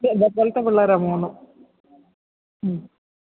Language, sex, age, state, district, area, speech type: Malayalam, female, 45-60, Kerala, Idukki, rural, conversation